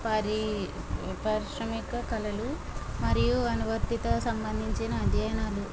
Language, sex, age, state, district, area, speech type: Telugu, female, 30-45, Andhra Pradesh, Kakinada, urban, spontaneous